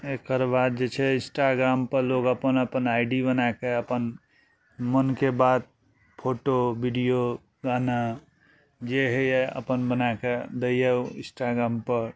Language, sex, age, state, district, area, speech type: Maithili, male, 45-60, Bihar, Araria, rural, spontaneous